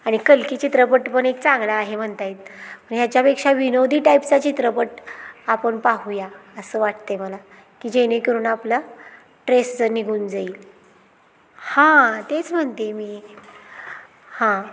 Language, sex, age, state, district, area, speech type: Marathi, female, 30-45, Maharashtra, Satara, rural, spontaneous